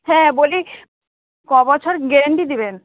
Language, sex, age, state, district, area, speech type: Bengali, female, 18-30, West Bengal, Uttar Dinajpur, rural, conversation